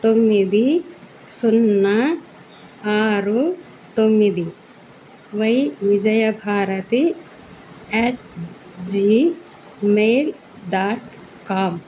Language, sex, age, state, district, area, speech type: Telugu, female, 60+, Andhra Pradesh, Annamaya, urban, spontaneous